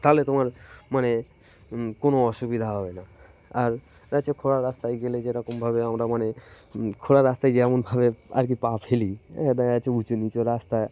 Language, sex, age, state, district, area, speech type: Bengali, male, 30-45, West Bengal, Cooch Behar, urban, spontaneous